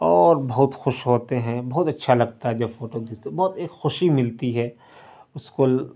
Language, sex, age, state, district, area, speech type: Urdu, male, 30-45, Bihar, Darbhanga, urban, spontaneous